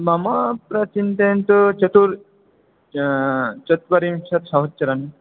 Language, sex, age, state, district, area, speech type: Sanskrit, male, 18-30, West Bengal, South 24 Parganas, rural, conversation